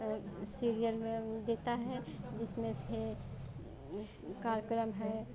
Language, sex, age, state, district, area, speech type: Hindi, female, 45-60, Uttar Pradesh, Chandauli, rural, spontaneous